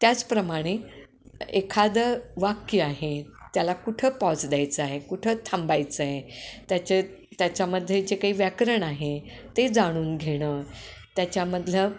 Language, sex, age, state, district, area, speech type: Marathi, female, 60+, Maharashtra, Kolhapur, urban, spontaneous